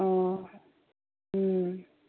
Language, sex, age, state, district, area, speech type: Manipuri, female, 30-45, Manipur, Chandel, rural, conversation